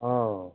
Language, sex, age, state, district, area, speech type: Maithili, male, 60+, Bihar, Samastipur, rural, conversation